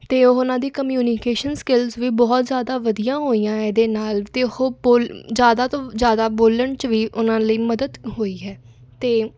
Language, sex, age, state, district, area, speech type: Punjabi, female, 18-30, Punjab, Fatehgarh Sahib, rural, spontaneous